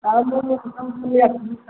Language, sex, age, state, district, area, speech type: Odia, female, 45-60, Odisha, Sambalpur, rural, conversation